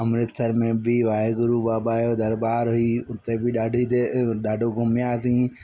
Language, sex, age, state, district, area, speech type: Sindhi, male, 45-60, Madhya Pradesh, Katni, urban, spontaneous